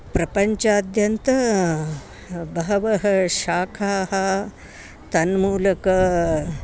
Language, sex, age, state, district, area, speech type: Sanskrit, female, 60+, Karnataka, Bangalore Urban, rural, spontaneous